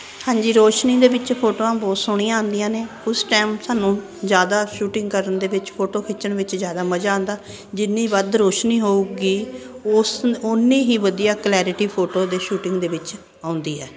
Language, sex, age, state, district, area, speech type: Punjabi, female, 60+, Punjab, Ludhiana, urban, spontaneous